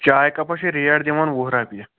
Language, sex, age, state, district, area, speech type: Kashmiri, male, 18-30, Jammu and Kashmir, Shopian, rural, conversation